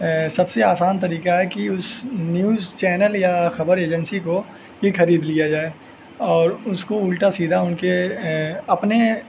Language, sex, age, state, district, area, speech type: Urdu, male, 18-30, Uttar Pradesh, Azamgarh, rural, spontaneous